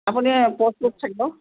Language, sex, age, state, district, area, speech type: Assamese, female, 60+, Assam, Morigaon, rural, conversation